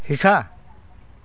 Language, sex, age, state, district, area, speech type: Assamese, male, 60+, Assam, Dhemaji, rural, read